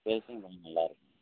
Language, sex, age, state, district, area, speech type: Tamil, male, 45-60, Tamil Nadu, Tenkasi, urban, conversation